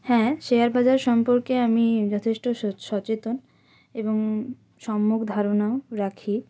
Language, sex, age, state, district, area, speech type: Bengali, female, 18-30, West Bengal, North 24 Parganas, rural, spontaneous